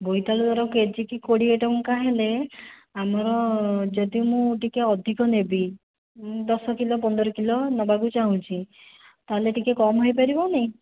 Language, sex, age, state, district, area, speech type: Odia, female, 18-30, Odisha, Jajpur, rural, conversation